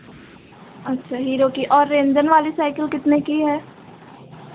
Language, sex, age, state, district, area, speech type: Hindi, female, 18-30, Uttar Pradesh, Pratapgarh, rural, conversation